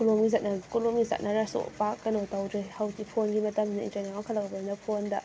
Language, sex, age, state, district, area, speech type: Manipuri, female, 18-30, Manipur, Kakching, rural, spontaneous